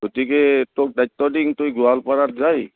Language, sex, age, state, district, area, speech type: Assamese, male, 60+, Assam, Goalpara, urban, conversation